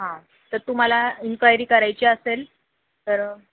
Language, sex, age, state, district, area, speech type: Marathi, female, 18-30, Maharashtra, Jalna, urban, conversation